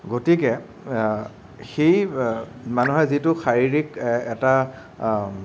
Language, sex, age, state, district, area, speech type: Assamese, male, 30-45, Assam, Nagaon, rural, spontaneous